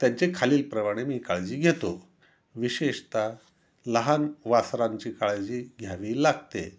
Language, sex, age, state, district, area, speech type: Marathi, male, 60+, Maharashtra, Osmanabad, rural, spontaneous